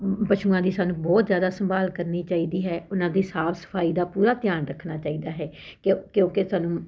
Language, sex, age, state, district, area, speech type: Punjabi, female, 45-60, Punjab, Ludhiana, urban, spontaneous